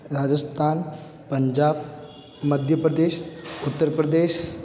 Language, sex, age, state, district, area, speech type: Hindi, male, 45-60, Rajasthan, Jodhpur, urban, spontaneous